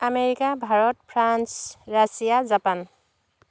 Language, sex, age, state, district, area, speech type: Assamese, female, 30-45, Assam, Dhemaji, urban, spontaneous